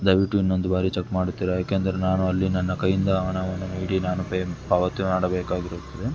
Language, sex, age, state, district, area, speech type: Kannada, male, 18-30, Karnataka, Tumkur, urban, spontaneous